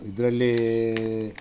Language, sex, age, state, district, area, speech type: Kannada, male, 60+, Karnataka, Udupi, rural, spontaneous